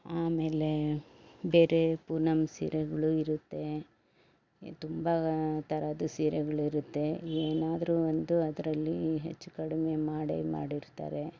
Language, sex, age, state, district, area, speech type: Kannada, female, 60+, Karnataka, Bangalore Urban, rural, spontaneous